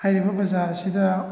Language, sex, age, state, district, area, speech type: Manipuri, male, 18-30, Manipur, Thoubal, rural, spontaneous